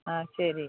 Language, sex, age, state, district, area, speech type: Tamil, female, 30-45, Tamil Nadu, Thoothukudi, urban, conversation